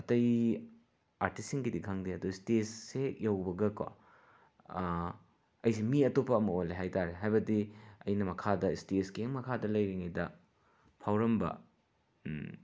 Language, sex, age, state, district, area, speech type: Manipuri, male, 45-60, Manipur, Imphal West, urban, spontaneous